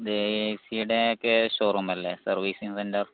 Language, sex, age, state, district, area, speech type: Malayalam, male, 18-30, Kerala, Malappuram, urban, conversation